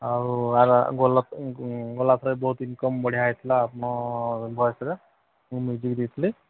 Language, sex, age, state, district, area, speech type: Odia, male, 45-60, Odisha, Sambalpur, rural, conversation